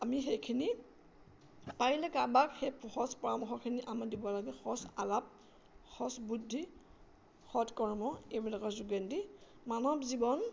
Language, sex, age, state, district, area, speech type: Assamese, female, 60+, Assam, Majuli, urban, spontaneous